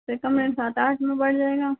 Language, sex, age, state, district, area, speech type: Hindi, female, 30-45, Uttar Pradesh, Sitapur, rural, conversation